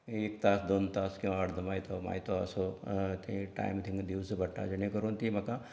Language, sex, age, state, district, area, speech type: Goan Konkani, male, 60+, Goa, Canacona, rural, spontaneous